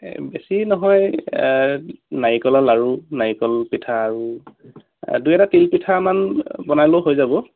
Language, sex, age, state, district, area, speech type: Assamese, male, 18-30, Assam, Lakhimpur, rural, conversation